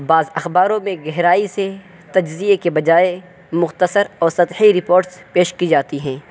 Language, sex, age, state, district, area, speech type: Urdu, male, 18-30, Uttar Pradesh, Saharanpur, urban, spontaneous